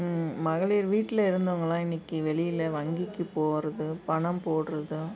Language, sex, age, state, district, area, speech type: Tamil, female, 60+, Tamil Nadu, Dharmapuri, urban, spontaneous